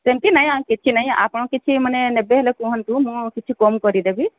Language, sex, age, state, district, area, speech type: Odia, female, 45-60, Odisha, Sundergarh, rural, conversation